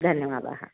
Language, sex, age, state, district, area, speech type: Sanskrit, female, 30-45, Karnataka, Shimoga, urban, conversation